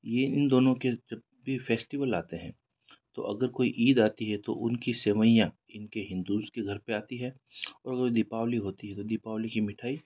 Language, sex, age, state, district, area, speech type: Hindi, male, 45-60, Rajasthan, Jodhpur, urban, spontaneous